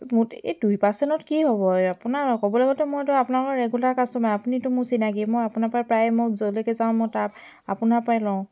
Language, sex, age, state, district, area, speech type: Assamese, female, 30-45, Assam, Sivasagar, rural, spontaneous